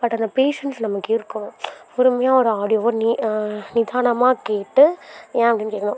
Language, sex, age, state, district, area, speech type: Tamil, female, 18-30, Tamil Nadu, Karur, rural, spontaneous